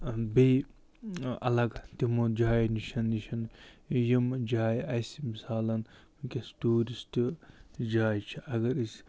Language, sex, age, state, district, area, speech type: Kashmiri, male, 45-60, Jammu and Kashmir, Budgam, rural, spontaneous